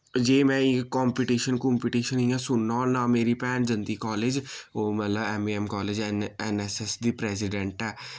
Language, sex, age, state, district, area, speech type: Dogri, male, 18-30, Jammu and Kashmir, Samba, rural, spontaneous